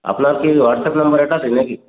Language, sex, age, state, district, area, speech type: Bengali, male, 18-30, West Bengal, Purulia, rural, conversation